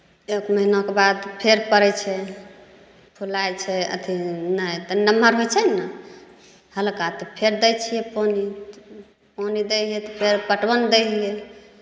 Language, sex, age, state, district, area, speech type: Maithili, female, 30-45, Bihar, Begusarai, rural, spontaneous